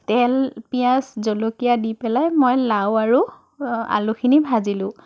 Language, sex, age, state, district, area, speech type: Assamese, female, 30-45, Assam, Biswanath, rural, spontaneous